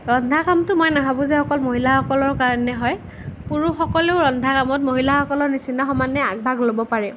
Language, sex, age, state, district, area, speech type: Assamese, female, 18-30, Assam, Nalbari, rural, spontaneous